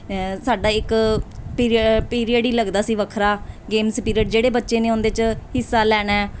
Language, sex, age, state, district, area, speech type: Punjabi, female, 30-45, Punjab, Mansa, urban, spontaneous